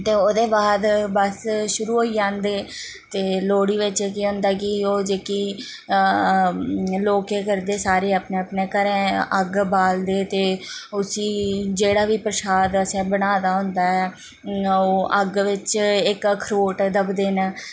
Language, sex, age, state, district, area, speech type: Dogri, female, 18-30, Jammu and Kashmir, Jammu, rural, spontaneous